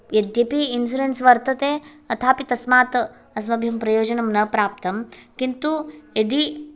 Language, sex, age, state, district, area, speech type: Sanskrit, female, 18-30, Karnataka, Bagalkot, urban, spontaneous